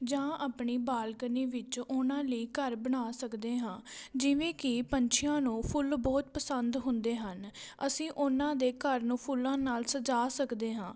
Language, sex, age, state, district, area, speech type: Punjabi, female, 18-30, Punjab, Patiala, rural, spontaneous